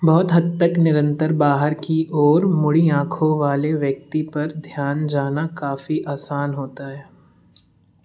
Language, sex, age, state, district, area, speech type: Hindi, male, 18-30, Madhya Pradesh, Jabalpur, urban, read